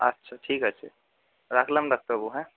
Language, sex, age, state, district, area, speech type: Bengali, male, 30-45, West Bengal, Purba Bardhaman, urban, conversation